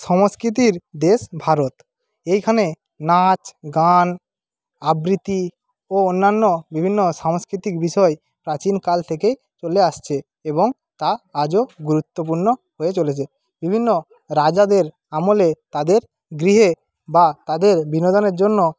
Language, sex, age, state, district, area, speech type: Bengali, male, 45-60, West Bengal, Jhargram, rural, spontaneous